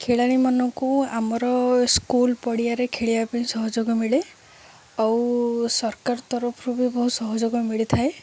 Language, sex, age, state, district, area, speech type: Odia, female, 18-30, Odisha, Sundergarh, urban, spontaneous